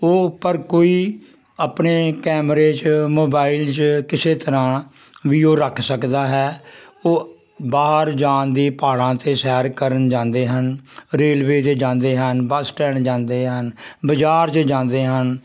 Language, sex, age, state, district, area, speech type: Punjabi, male, 60+, Punjab, Jalandhar, rural, spontaneous